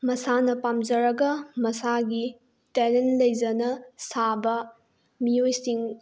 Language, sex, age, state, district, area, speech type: Manipuri, female, 18-30, Manipur, Bishnupur, rural, spontaneous